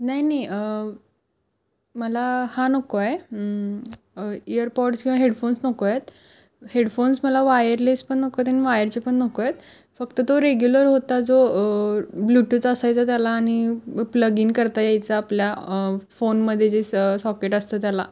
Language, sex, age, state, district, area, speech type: Marathi, female, 18-30, Maharashtra, Kolhapur, urban, spontaneous